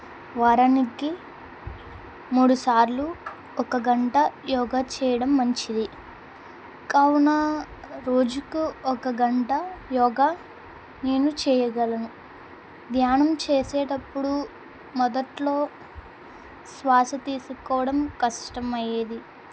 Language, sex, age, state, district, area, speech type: Telugu, female, 18-30, Andhra Pradesh, Eluru, rural, spontaneous